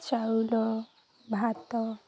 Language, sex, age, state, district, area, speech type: Odia, female, 18-30, Odisha, Nuapada, urban, spontaneous